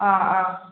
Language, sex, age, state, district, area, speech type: Malayalam, female, 18-30, Kerala, Kozhikode, urban, conversation